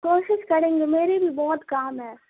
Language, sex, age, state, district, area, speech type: Urdu, female, 18-30, Bihar, Khagaria, rural, conversation